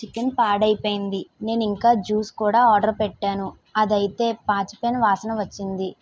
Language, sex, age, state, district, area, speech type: Telugu, female, 45-60, Andhra Pradesh, Kakinada, rural, spontaneous